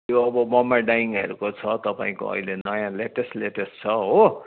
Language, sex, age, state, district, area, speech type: Nepali, male, 60+, West Bengal, Kalimpong, rural, conversation